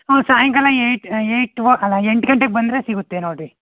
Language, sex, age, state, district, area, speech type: Kannada, male, 45-60, Karnataka, Tumkur, rural, conversation